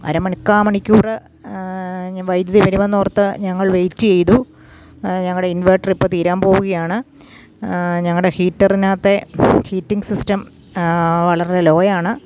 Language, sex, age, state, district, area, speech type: Malayalam, female, 45-60, Kerala, Kottayam, rural, spontaneous